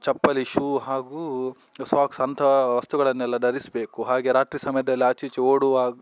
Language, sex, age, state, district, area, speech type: Kannada, male, 18-30, Karnataka, Udupi, rural, spontaneous